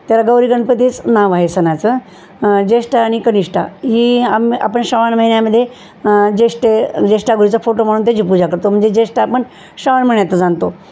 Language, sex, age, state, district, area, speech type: Marathi, female, 60+, Maharashtra, Osmanabad, rural, spontaneous